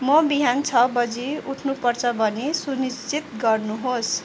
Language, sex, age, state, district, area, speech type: Nepali, female, 45-60, West Bengal, Kalimpong, rural, read